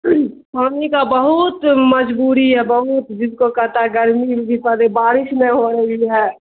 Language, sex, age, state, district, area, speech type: Urdu, female, 45-60, Bihar, Khagaria, rural, conversation